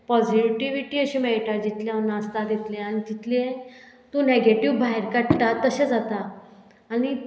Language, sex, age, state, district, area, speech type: Goan Konkani, female, 45-60, Goa, Murmgao, rural, spontaneous